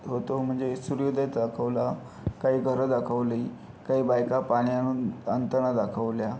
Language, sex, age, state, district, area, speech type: Marathi, male, 30-45, Maharashtra, Yavatmal, urban, spontaneous